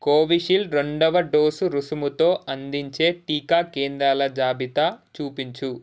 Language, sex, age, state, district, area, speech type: Telugu, male, 18-30, Telangana, Ranga Reddy, urban, read